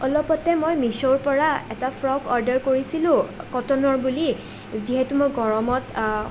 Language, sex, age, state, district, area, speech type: Assamese, female, 18-30, Assam, Nalbari, rural, spontaneous